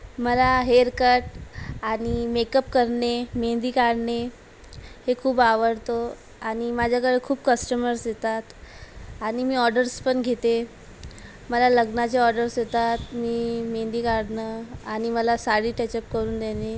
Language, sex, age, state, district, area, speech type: Marathi, female, 18-30, Maharashtra, Amravati, urban, spontaneous